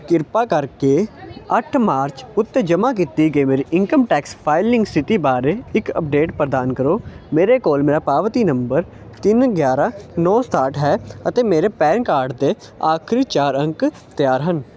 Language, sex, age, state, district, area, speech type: Punjabi, male, 18-30, Punjab, Ludhiana, urban, read